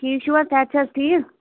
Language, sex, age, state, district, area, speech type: Kashmiri, female, 45-60, Jammu and Kashmir, Kulgam, rural, conversation